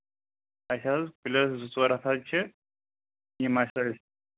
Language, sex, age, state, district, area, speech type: Kashmiri, male, 18-30, Jammu and Kashmir, Anantnag, rural, conversation